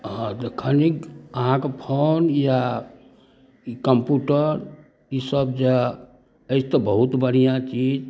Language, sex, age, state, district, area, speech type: Maithili, male, 60+, Bihar, Darbhanga, rural, spontaneous